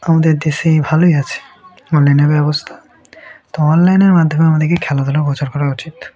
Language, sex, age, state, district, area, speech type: Bengali, male, 18-30, West Bengal, Murshidabad, urban, spontaneous